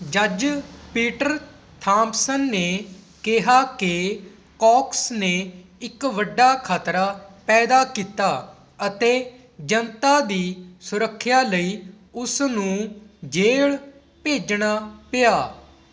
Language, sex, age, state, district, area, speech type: Punjabi, male, 18-30, Punjab, Patiala, rural, read